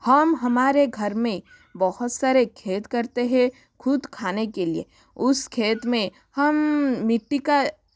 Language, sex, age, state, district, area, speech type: Hindi, female, 30-45, Rajasthan, Jodhpur, rural, spontaneous